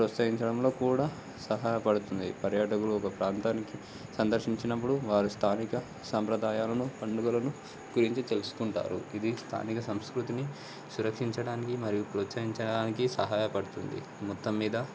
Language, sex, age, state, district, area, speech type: Telugu, male, 18-30, Telangana, Komaram Bheem, urban, spontaneous